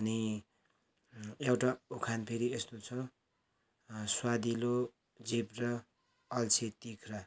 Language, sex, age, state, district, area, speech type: Nepali, male, 45-60, West Bengal, Kalimpong, rural, spontaneous